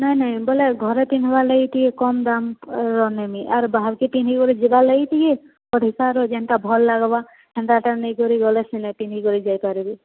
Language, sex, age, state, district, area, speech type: Odia, female, 45-60, Odisha, Boudh, rural, conversation